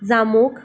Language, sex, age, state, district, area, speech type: Assamese, female, 18-30, Assam, Nagaon, rural, spontaneous